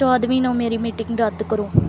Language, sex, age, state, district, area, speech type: Punjabi, female, 18-30, Punjab, Bathinda, rural, read